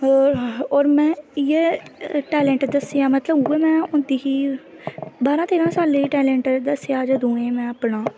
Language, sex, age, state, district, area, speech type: Dogri, female, 18-30, Jammu and Kashmir, Kathua, rural, spontaneous